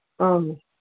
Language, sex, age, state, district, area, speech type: Manipuri, female, 45-60, Manipur, Imphal East, rural, conversation